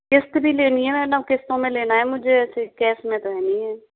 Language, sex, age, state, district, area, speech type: Hindi, female, 30-45, Rajasthan, Karauli, rural, conversation